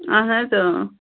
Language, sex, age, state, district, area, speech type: Kashmiri, female, 18-30, Jammu and Kashmir, Pulwama, rural, conversation